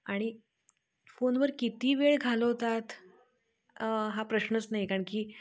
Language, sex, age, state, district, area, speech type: Marathi, female, 30-45, Maharashtra, Satara, urban, spontaneous